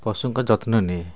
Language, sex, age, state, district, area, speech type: Odia, male, 30-45, Odisha, Kendrapara, urban, spontaneous